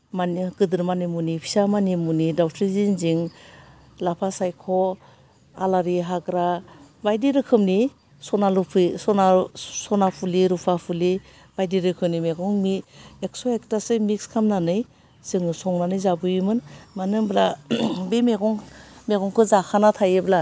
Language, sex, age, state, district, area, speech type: Bodo, female, 60+, Assam, Udalguri, urban, spontaneous